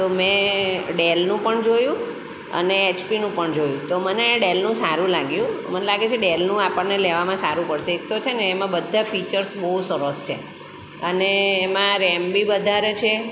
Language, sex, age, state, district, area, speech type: Gujarati, female, 45-60, Gujarat, Surat, urban, spontaneous